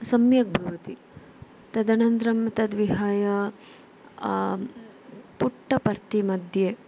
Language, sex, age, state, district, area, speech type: Sanskrit, female, 30-45, Tamil Nadu, Chennai, urban, spontaneous